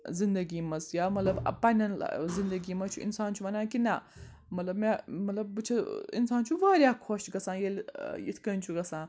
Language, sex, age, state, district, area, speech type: Kashmiri, female, 18-30, Jammu and Kashmir, Srinagar, urban, spontaneous